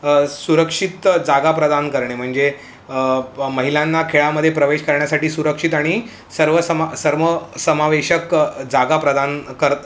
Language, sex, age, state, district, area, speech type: Marathi, male, 30-45, Maharashtra, Mumbai City, urban, spontaneous